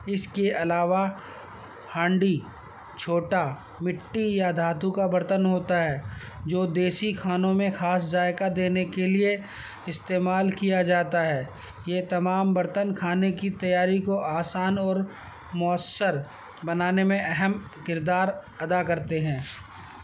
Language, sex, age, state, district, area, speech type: Urdu, male, 60+, Delhi, North East Delhi, urban, spontaneous